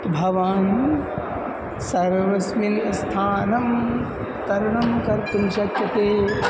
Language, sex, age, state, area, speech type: Sanskrit, male, 18-30, Uttar Pradesh, urban, spontaneous